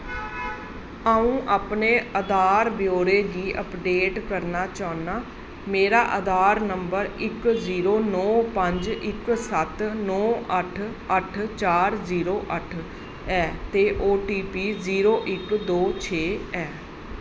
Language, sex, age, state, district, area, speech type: Dogri, female, 30-45, Jammu and Kashmir, Jammu, urban, read